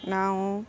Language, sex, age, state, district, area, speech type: Kannada, female, 45-60, Karnataka, Gadag, rural, spontaneous